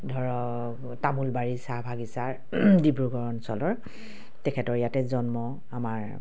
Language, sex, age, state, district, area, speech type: Assamese, female, 45-60, Assam, Dibrugarh, rural, spontaneous